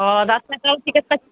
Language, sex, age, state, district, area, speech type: Assamese, female, 30-45, Assam, Nalbari, rural, conversation